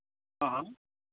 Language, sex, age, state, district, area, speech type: Marathi, male, 60+, Maharashtra, Thane, urban, conversation